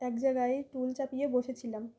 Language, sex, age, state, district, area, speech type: Bengali, female, 18-30, West Bengal, Uttar Dinajpur, urban, spontaneous